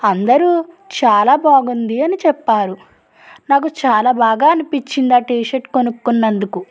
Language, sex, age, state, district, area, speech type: Telugu, female, 30-45, Andhra Pradesh, East Godavari, rural, spontaneous